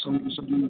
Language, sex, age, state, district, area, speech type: Odia, male, 30-45, Odisha, Balasore, rural, conversation